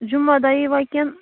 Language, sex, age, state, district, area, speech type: Kashmiri, female, 45-60, Jammu and Kashmir, Baramulla, rural, conversation